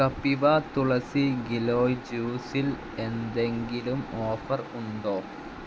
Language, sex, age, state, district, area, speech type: Malayalam, male, 18-30, Kerala, Malappuram, rural, read